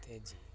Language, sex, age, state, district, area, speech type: Dogri, male, 18-30, Jammu and Kashmir, Reasi, rural, spontaneous